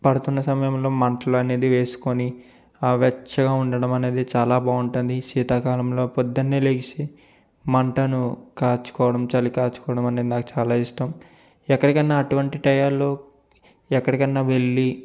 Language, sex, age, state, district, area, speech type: Telugu, male, 30-45, Andhra Pradesh, East Godavari, rural, spontaneous